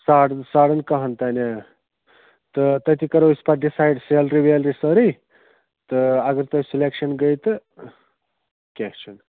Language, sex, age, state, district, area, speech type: Kashmiri, male, 30-45, Jammu and Kashmir, Budgam, rural, conversation